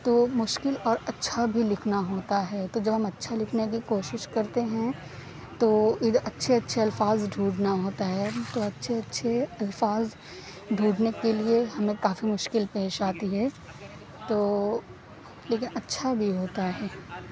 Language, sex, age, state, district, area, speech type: Urdu, female, 18-30, Uttar Pradesh, Aligarh, urban, spontaneous